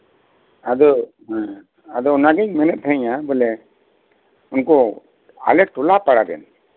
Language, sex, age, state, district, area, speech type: Santali, male, 45-60, West Bengal, Birbhum, rural, conversation